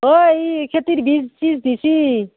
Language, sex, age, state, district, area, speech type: Assamese, female, 45-60, Assam, Barpeta, rural, conversation